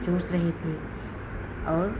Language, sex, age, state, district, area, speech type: Hindi, female, 45-60, Uttar Pradesh, Lucknow, rural, spontaneous